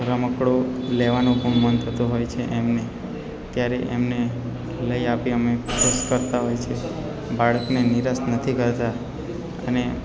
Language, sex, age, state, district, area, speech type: Gujarati, male, 30-45, Gujarat, Narmada, rural, spontaneous